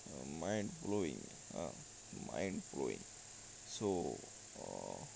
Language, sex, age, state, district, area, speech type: Bengali, male, 60+, West Bengal, Birbhum, urban, spontaneous